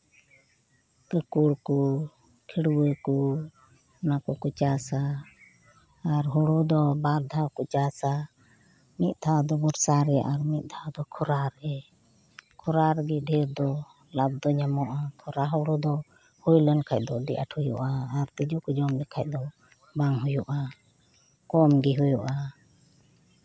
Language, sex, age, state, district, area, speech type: Santali, female, 45-60, West Bengal, Birbhum, rural, spontaneous